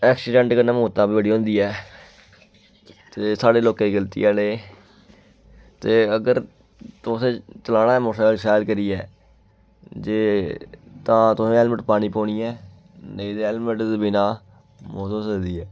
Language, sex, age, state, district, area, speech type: Dogri, male, 18-30, Jammu and Kashmir, Kathua, rural, spontaneous